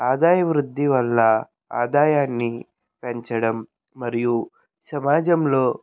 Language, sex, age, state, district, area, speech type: Telugu, male, 45-60, Andhra Pradesh, Krishna, urban, spontaneous